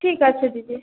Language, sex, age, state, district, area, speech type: Bengali, female, 30-45, West Bengal, Paschim Bardhaman, urban, conversation